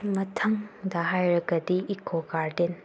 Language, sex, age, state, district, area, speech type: Manipuri, female, 18-30, Manipur, Tengnoupal, urban, spontaneous